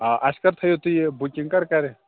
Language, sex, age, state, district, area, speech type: Kashmiri, male, 18-30, Jammu and Kashmir, Pulwama, rural, conversation